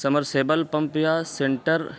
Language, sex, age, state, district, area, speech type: Urdu, male, 18-30, Uttar Pradesh, Saharanpur, urban, spontaneous